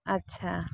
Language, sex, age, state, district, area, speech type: Santali, female, 45-60, Jharkhand, Bokaro, rural, spontaneous